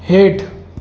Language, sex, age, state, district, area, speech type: Sindhi, male, 18-30, Maharashtra, Mumbai Suburban, urban, read